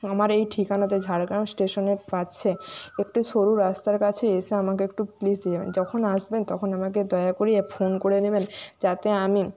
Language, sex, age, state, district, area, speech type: Bengali, female, 45-60, West Bengal, Jhargram, rural, spontaneous